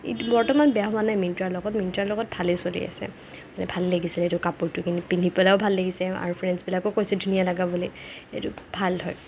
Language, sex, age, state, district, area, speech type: Assamese, female, 18-30, Assam, Kamrup Metropolitan, urban, spontaneous